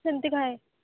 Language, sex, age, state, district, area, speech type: Odia, female, 18-30, Odisha, Bhadrak, rural, conversation